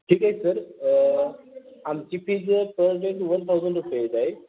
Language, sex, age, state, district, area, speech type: Marathi, male, 18-30, Maharashtra, Satara, urban, conversation